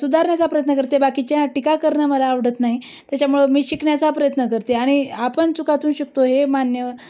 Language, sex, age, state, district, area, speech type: Marathi, female, 30-45, Maharashtra, Osmanabad, rural, spontaneous